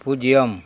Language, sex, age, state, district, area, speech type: Tamil, male, 60+, Tamil Nadu, Kallakurichi, urban, read